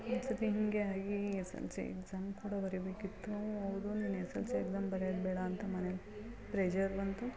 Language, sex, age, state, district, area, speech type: Kannada, female, 30-45, Karnataka, Hassan, rural, spontaneous